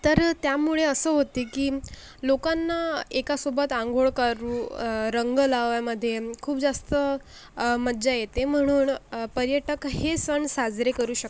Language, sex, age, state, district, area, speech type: Marathi, female, 45-60, Maharashtra, Akola, rural, spontaneous